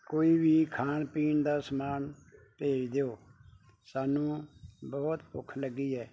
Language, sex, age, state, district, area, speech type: Punjabi, male, 60+, Punjab, Bathinda, rural, spontaneous